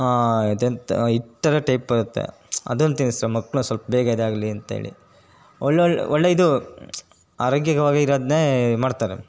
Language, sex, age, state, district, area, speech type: Kannada, male, 30-45, Karnataka, Chitradurga, rural, spontaneous